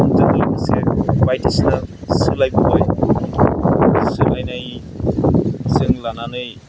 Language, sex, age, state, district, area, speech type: Bodo, male, 45-60, Assam, Udalguri, rural, spontaneous